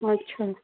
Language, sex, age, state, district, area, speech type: Marathi, female, 60+, Maharashtra, Nagpur, urban, conversation